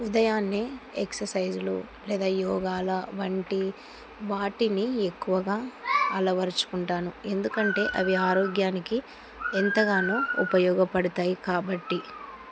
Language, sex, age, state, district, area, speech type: Telugu, female, 45-60, Andhra Pradesh, Kurnool, rural, spontaneous